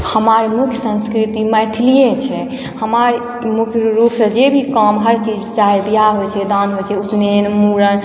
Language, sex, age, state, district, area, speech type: Maithili, female, 18-30, Bihar, Supaul, rural, spontaneous